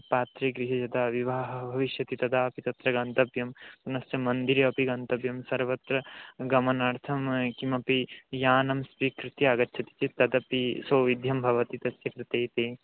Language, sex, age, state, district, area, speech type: Sanskrit, male, 18-30, West Bengal, Purba Medinipur, rural, conversation